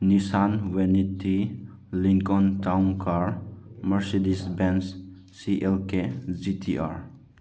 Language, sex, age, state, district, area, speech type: Manipuri, male, 30-45, Manipur, Chandel, rural, spontaneous